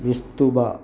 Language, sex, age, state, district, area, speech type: Telugu, male, 45-60, Andhra Pradesh, Krishna, rural, spontaneous